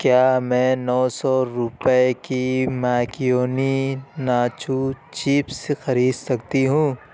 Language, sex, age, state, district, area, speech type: Urdu, male, 30-45, Uttar Pradesh, Lucknow, urban, read